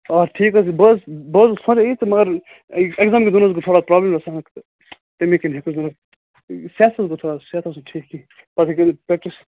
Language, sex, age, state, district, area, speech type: Kashmiri, female, 18-30, Jammu and Kashmir, Kupwara, rural, conversation